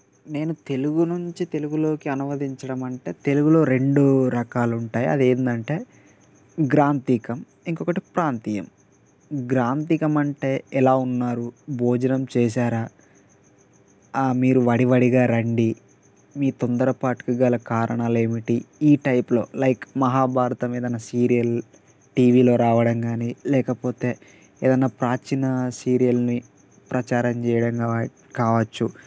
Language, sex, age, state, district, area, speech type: Telugu, male, 45-60, Telangana, Mancherial, rural, spontaneous